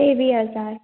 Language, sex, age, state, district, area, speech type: Sindhi, female, 18-30, Maharashtra, Thane, urban, conversation